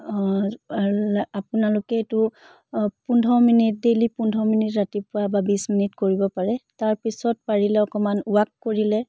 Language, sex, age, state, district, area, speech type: Assamese, female, 18-30, Assam, Charaideo, urban, spontaneous